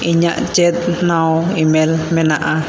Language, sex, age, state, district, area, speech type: Santali, male, 18-30, Jharkhand, East Singhbhum, rural, read